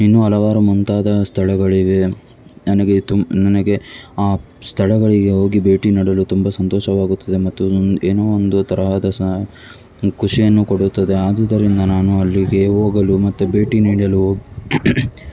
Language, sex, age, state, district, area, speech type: Kannada, male, 18-30, Karnataka, Tumkur, urban, spontaneous